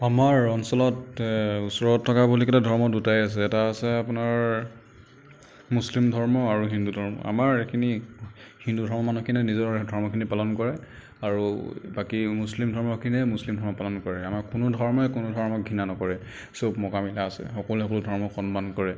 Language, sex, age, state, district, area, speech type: Assamese, male, 30-45, Assam, Nagaon, rural, spontaneous